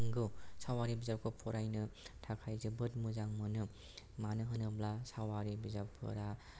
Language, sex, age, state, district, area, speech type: Bodo, male, 18-30, Assam, Kokrajhar, rural, spontaneous